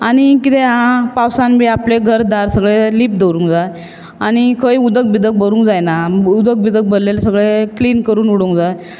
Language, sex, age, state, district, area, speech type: Goan Konkani, female, 30-45, Goa, Bardez, urban, spontaneous